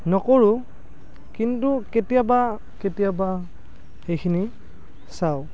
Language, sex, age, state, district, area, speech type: Assamese, male, 18-30, Assam, Barpeta, rural, spontaneous